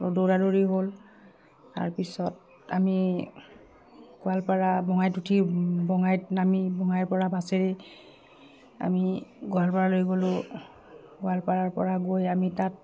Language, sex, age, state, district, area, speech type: Assamese, female, 45-60, Assam, Udalguri, rural, spontaneous